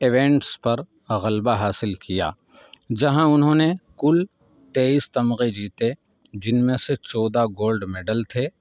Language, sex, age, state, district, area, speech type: Urdu, male, 30-45, Uttar Pradesh, Saharanpur, urban, spontaneous